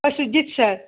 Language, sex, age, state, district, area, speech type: Tamil, female, 60+, Tamil Nadu, Nilgiris, rural, conversation